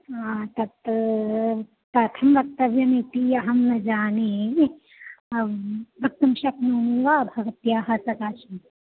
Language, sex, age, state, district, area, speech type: Sanskrit, female, 18-30, Kerala, Thrissur, urban, conversation